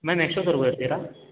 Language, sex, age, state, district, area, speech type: Kannada, male, 18-30, Karnataka, Mysore, urban, conversation